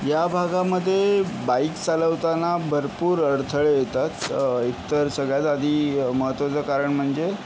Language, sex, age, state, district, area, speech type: Marathi, male, 45-60, Maharashtra, Yavatmal, urban, spontaneous